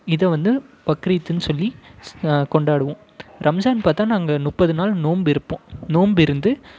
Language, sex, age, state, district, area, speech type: Tamil, male, 18-30, Tamil Nadu, Krishnagiri, rural, spontaneous